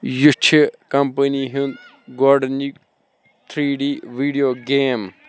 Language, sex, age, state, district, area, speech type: Kashmiri, male, 30-45, Jammu and Kashmir, Bandipora, rural, read